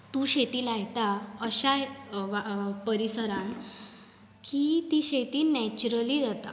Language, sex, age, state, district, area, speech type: Goan Konkani, female, 18-30, Goa, Bardez, urban, spontaneous